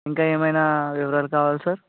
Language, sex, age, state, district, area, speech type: Telugu, male, 18-30, Andhra Pradesh, Eluru, urban, conversation